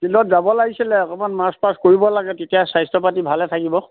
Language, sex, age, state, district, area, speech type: Assamese, male, 30-45, Assam, Lakhimpur, urban, conversation